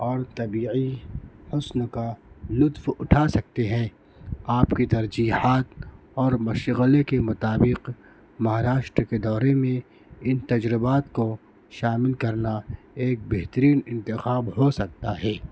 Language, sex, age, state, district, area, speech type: Urdu, male, 60+, Maharashtra, Nashik, urban, spontaneous